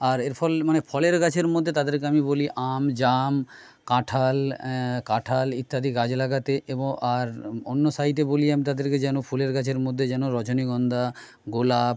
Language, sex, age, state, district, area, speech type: Bengali, male, 30-45, West Bengal, Jhargram, rural, spontaneous